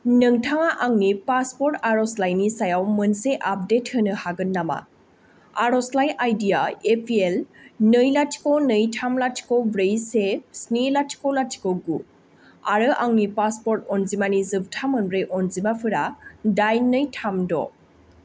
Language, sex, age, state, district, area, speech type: Bodo, female, 18-30, Assam, Baksa, rural, read